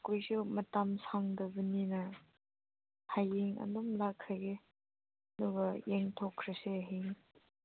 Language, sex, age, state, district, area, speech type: Manipuri, female, 18-30, Manipur, Senapati, urban, conversation